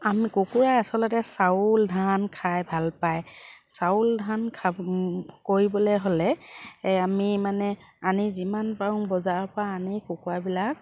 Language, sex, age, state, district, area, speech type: Assamese, female, 45-60, Assam, Dibrugarh, rural, spontaneous